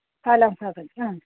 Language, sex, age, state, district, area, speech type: Sanskrit, female, 30-45, Kerala, Thiruvananthapuram, urban, conversation